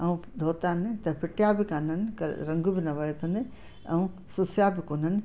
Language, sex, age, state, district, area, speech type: Sindhi, female, 60+, Madhya Pradesh, Katni, urban, spontaneous